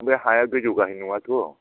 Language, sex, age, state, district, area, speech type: Bodo, male, 60+, Assam, Chirang, rural, conversation